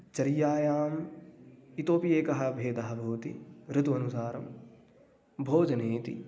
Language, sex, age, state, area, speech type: Sanskrit, male, 18-30, Haryana, rural, spontaneous